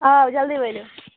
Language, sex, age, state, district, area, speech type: Kashmiri, other, 18-30, Jammu and Kashmir, Baramulla, rural, conversation